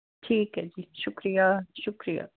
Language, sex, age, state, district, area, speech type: Punjabi, female, 60+, Punjab, Fazilka, rural, conversation